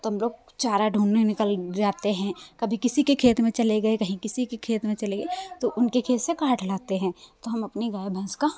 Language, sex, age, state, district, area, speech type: Hindi, female, 45-60, Uttar Pradesh, Hardoi, rural, spontaneous